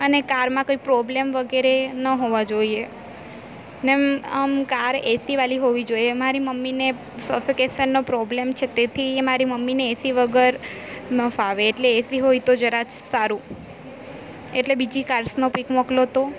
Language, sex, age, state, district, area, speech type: Gujarati, female, 18-30, Gujarat, Valsad, rural, spontaneous